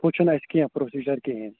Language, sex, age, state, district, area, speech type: Kashmiri, male, 30-45, Jammu and Kashmir, Ganderbal, rural, conversation